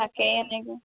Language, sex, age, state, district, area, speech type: Assamese, female, 18-30, Assam, Morigaon, rural, conversation